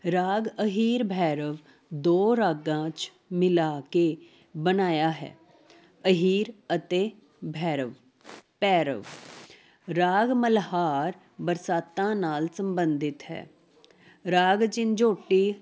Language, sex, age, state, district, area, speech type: Punjabi, female, 30-45, Punjab, Jalandhar, urban, spontaneous